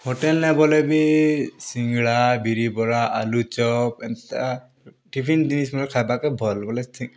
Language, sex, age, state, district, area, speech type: Odia, male, 18-30, Odisha, Kalahandi, rural, spontaneous